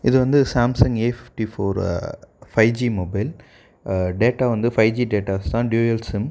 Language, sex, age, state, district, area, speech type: Tamil, male, 18-30, Tamil Nadu, Coimbatore, rural, spontaneous